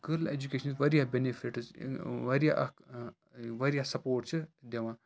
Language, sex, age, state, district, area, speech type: Kashmiri, male, 18-30, Jammu and Kashmir, Kupwara, rural, spontaneous